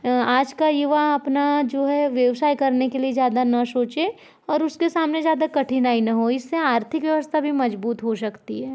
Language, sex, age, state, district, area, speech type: Hindi, female, 60+, Madhya Pradesh, Balaghat, rural, spontaneous